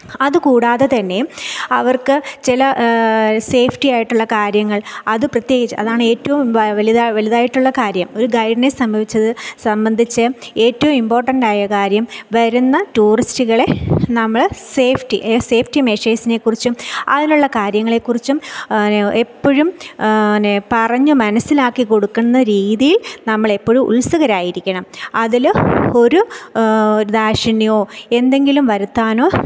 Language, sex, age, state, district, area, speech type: Malayalam, female, 30-45, Kerala, Thiruvananthapuram, rural, spontaneous